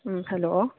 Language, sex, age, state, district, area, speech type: Manipuri, female, 30-45, Manipur, Imphal East, rural, conversation